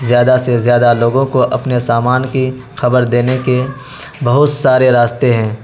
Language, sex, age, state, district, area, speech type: Urdu, male, 18-30, Bihar, Araria, rural, spontaneous